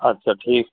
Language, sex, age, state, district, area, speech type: Hindi, male, 60+, Uttar Pradesh, Chandauli, rural, conversation